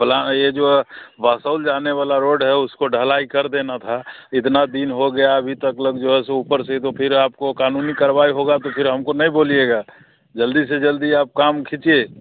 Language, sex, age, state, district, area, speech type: Hindi, male, 45-60, Bihar, Muzaffarpur, rural, conversation